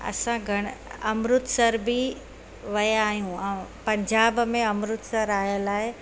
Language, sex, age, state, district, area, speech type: Sindhi, female, 45-60, Gujarat, Surat, urban, spontaneous